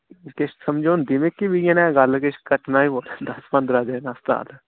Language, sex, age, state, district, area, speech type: Dogri, male, 30-45, Jammu and Kashmir, Udhampur, rural, conversation